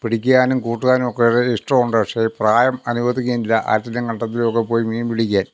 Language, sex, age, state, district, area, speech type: Malayalam, male, 60+, Kerala, Pathanamthitta, urban, spontaneous